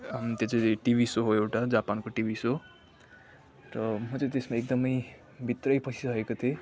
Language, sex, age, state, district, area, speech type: Nepali, male, 18-30, West Bengal, Kalimpong, rural, spontaneous